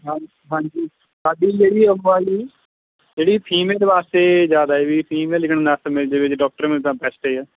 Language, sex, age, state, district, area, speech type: Punjabi, male, 18-30, Punjab, Kapurthala, rural, conversation